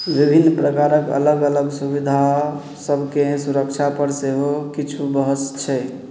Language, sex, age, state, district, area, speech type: Maithili, male, 30-45, Bihar, Madhubani, rural, read